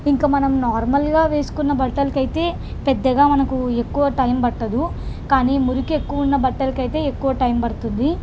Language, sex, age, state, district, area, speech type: Telugu, female, 18-30, Andhra Pradesh, Krishna, urban, spontaneous